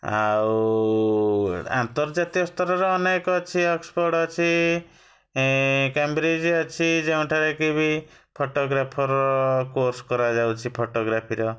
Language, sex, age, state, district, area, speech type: Odia, male, 30-45, Odisha, Kalahandi, rural, spontaneous